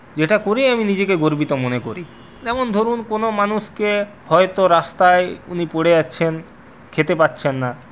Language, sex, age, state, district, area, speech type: Bengali, male, 45-60, West Bengal, Purulia, urban, spontaneous